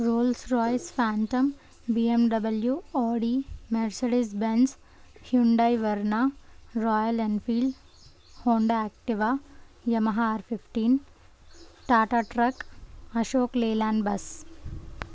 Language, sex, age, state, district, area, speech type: Telugu, female, 18-30, Telangana, Jangaon, urban, spontaneous